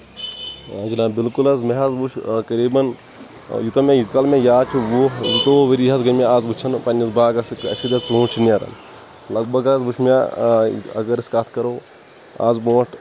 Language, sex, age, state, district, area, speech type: Kashmiri, male, 30-45, Jammu and Kashmir, Shopian, rural, spontaneous